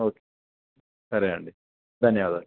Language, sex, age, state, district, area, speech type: Telugu, male, 18-30, Telangana, Kamareddy, urban, conversation